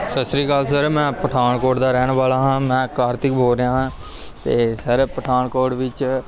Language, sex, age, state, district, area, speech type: Punjabi, male, 18-30, Punjab, Pathankot, rural, spontaneous